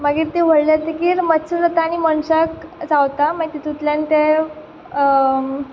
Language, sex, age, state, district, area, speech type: Goan Konkani, female, 18-30, Goa, Quepem, rural, spontaneous